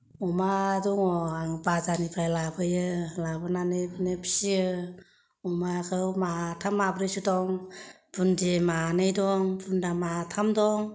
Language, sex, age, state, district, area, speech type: Bodo, female, 30-45, Assam, Kokrajhar, rural, spontaneous